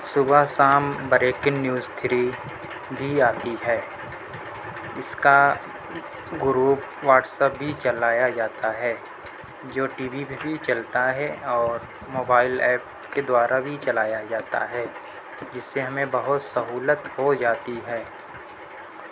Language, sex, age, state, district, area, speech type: Urdu, male, 60+, Uttar Pradesh, Mau, urban, spontaneous